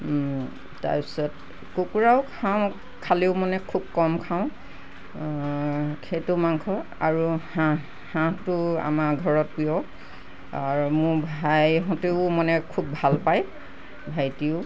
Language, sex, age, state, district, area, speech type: Assamese, female, 60+, Assam, Nagaon, rural, spontaneous